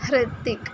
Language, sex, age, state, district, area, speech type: Malayalam, female, 18-30, Kerala, Kollam, rural, spontaneous